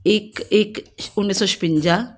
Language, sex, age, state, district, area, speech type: Punjabi, female, 60+, Punjab, Amritsar, urban, spontaneous